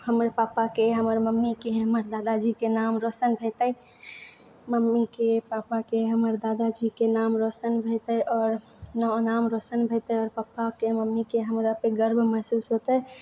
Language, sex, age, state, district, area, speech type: Maithili, female, 18-30, Bihar, Purnia, rural, spontaneous